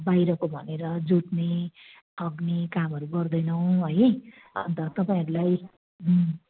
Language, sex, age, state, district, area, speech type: Nepali, female, 60+, West Bengal, Kalimpong, rural, conversation